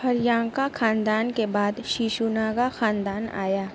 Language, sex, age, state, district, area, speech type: Urdu, other, 18-30, Uttar Pradesh, Mau, urban, read